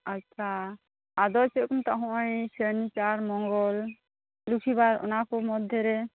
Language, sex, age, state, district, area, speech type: Santali, female, 18-30, West Bengal, Malda, rural, conversation